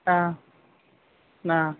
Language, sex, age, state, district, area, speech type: Kannada, male, 45-60, Karnataka, Dakshina Kannada, urban, conversation